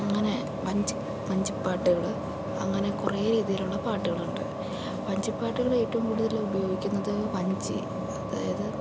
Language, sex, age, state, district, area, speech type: Malayalam, female, 30-45, Kerala, Palakkad, urban, spontaneous